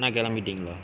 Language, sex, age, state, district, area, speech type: Tamil, male, 18-30, Tamil Nadu, Erode, urban, spontaneous